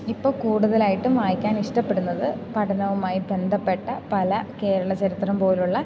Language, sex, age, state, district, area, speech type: Malayalam, female, 18-30, Kerala, Idukki, rural, spontaneous